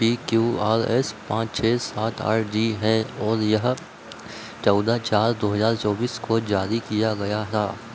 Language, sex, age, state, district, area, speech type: Hindi, male, 30-45, Madhya Pradesh, Harda, urban, read